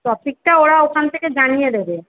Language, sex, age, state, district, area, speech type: Bengali, female, 30-45, West Bengal, Kolkata, urban, conversation